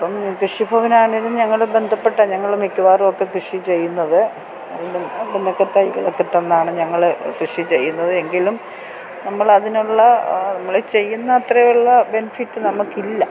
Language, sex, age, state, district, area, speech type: Malayalam, female, 60+, Kerala, Kottayam, urban, spontaneous